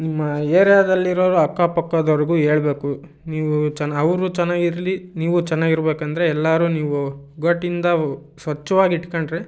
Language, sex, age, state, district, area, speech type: Kannada, male, 18-30, Karnataka, Chitradurga, rural, spontaneous